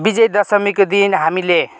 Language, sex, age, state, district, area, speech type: Nepali, male, 18-30, West Bengal, Kalimpong, rural, spontaneous